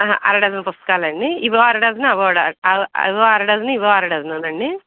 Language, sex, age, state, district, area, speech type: Telugu, female, 60+, Andhra Pradesh, Eluru, urban, conversation